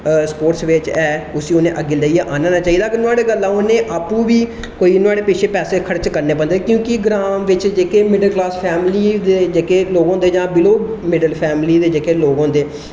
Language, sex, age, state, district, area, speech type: Dogri, male, 18-30, Jammu and Kashmir, Reasi, rural, spontaneous